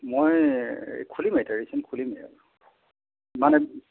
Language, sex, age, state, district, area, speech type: Assamese, male, 45-60, Assam, Golaghat, urban, conversation